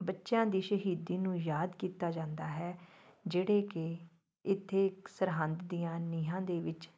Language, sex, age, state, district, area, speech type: Punjabi, female, 45-60, Punjab, Fatehgarh Sahib, urban, spontaneous